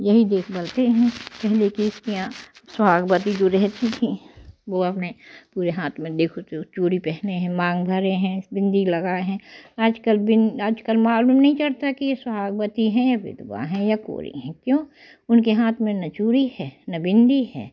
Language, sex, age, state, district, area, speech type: Hindi, female, 60+, Madhya Pradesh, Jabalpur, urban, spontaneous